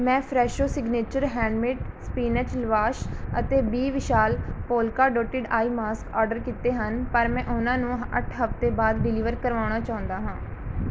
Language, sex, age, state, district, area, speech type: Punjabi, female, 18-30, Punjab, Mohali, rural, read